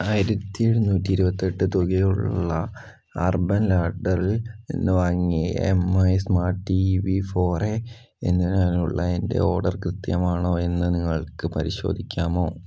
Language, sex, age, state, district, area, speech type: Malayalam, male, 18-30, Kerala, Wayanad, rural, read